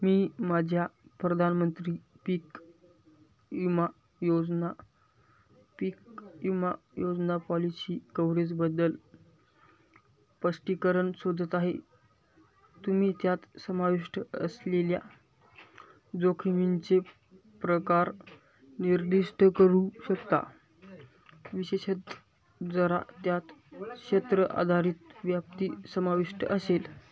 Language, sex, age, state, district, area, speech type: Marathi, male, 18-30, Maharashtra, Hingoli, urban, read